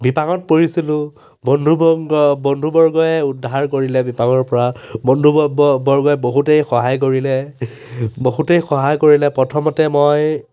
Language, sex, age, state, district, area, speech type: Assamese, male, 30-45, Assam, Biswanath, rural, spontaneous